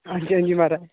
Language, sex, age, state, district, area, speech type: Dogri, male, 18-30, Jammu and Kashmir, Udhampur, rural, conversation